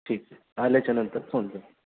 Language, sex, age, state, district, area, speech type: Marathi, male, 30-45, Maharashtra, Jalna, rural, conversation